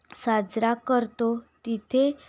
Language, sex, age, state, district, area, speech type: Marathi, female, 18-30, Maharashtra, Yavatmal, rural, spontaneous